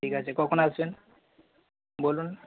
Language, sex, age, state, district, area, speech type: Bengali, male, 45-60, West Bengal, Dakshin Dinajpur, rural, conversation